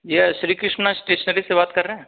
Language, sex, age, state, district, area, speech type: Hindi, male, 18-30, Rajasthan, Jaipur, urban, conversation